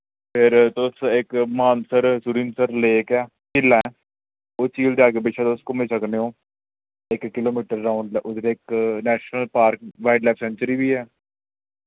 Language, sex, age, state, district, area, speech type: Dogri, male, 18-30, Jammu and Kashmir, Jammu, rural, conversation